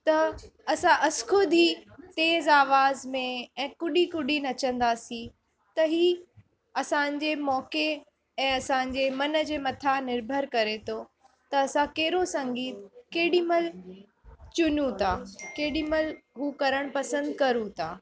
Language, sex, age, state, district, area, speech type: Sindhi, female, 45-60, Uttar Pradesh, Lucknow, rural, spontaneous